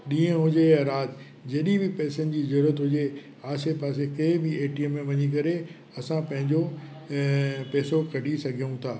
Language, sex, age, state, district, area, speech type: Sindhi, male, 60+, Uttar Pradesh, Lucknow, urban, spontaneous